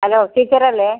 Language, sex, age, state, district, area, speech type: Malayalam, female, 60+, Kerala, Kasaragod, rural, conversation